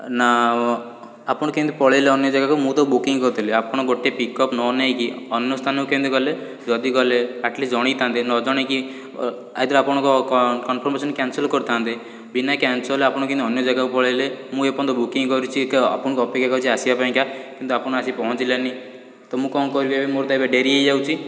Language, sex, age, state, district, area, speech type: Odia, male, 30-45, Odisha, Puri, urban, spontaneous